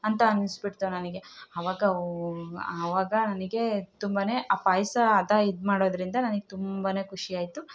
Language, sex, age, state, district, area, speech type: Kannada, female, 30-45, Karnataka, Chikkamagaluru, rural, spontaneous